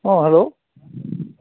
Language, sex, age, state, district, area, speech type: Assamese, male, 30-45, Assam, Jorhat, urban, conversation